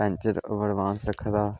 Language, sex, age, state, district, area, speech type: Dogri, male, 30-45, Jammu and Kashmir, Udhampur, rural, spontaneous